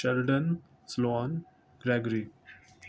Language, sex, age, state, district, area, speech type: Urdu, male, 18-30, Delhi, North East Delhi, urban, spontaneous